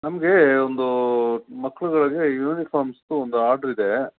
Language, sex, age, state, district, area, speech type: Kannada, male, 45-60, Karnataka, Bangalore Urban, urban, conversation